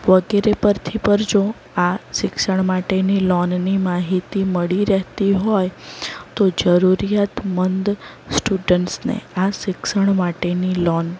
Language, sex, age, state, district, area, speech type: Gujarati, female, 30-45, Gujarat, Valsad, urban, spontaneous